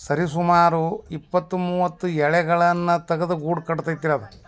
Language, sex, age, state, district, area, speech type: Kannada, male, 60+, Karnataka, Bagalkot, rural, spontaneous